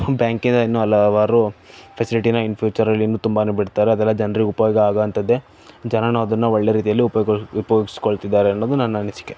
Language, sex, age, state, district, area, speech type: Kannada, male, 18-30, Karnataka, Davanagere, rural, spontaneous